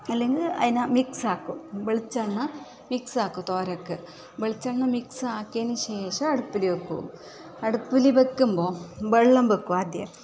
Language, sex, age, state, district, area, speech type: Malayalam, female, 45-60, Kerala, Kasaragod, urban, spontaneous